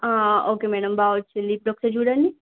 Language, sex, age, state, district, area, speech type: Telugu, female, 18-30, Telangana, Siddipet, urban, conversation